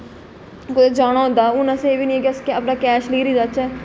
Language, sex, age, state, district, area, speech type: Dogri, female, 18-30, Jammu and Kashmir, Jammu, urban, spontaneous